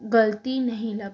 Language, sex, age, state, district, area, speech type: Punjabi, female, 18-30, Punjab, Gurdaspur, rural, spontaneous